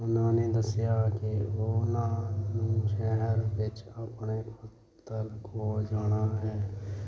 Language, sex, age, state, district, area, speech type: Punjabi, male, 45-60, Punjab, Hoshiarpur, rural, spontaneous